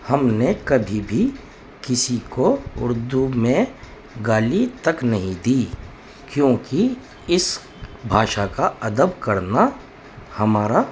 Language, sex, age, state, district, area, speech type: Urdu, male, 30-45, Uttar Pradesh, Muzaffarnagar, urban, spontaneous